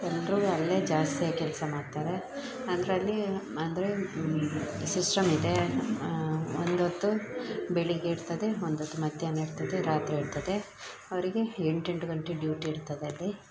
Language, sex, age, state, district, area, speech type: Kannada, female, 30-45, Karnataka, Dakshina Kannada, rural, spontaneous